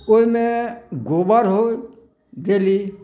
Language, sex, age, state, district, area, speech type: Maithili, male, 60+, Bihar, Samastipur, urban, spontaneous